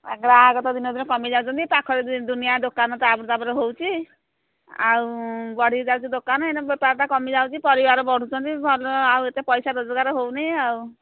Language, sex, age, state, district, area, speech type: Odia, female, 45-60, Odisha, Angul, rural, conversation